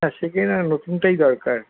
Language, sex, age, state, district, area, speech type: Bengali, male, 60+, West Bengal, Paschim Bardhaman, urban, conversation